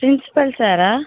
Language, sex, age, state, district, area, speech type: Tamil, female, 30-45, Tamil Nadu, Tiruchirappalli, rural, conversation